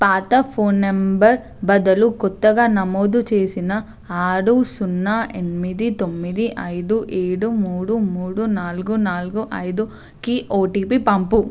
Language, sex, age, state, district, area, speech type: Telugu, female, 18-30, Telangana, Medchal, urban, read